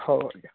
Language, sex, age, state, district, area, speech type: Odia, male, 18-30, Odisha, Cuttack, urban, conversation